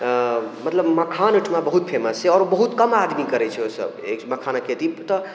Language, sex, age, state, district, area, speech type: Maithili, male, 18-30, Bihar, Darbhanga, rural, spontaneous